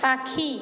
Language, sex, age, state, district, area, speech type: Bengali, female, 45-60, West Bengal, Purba Bardhaman, urban, read